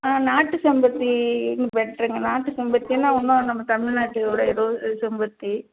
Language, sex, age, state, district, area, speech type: Tamil, female, 45-60, Tamil Nadu, Salem, rural, conversation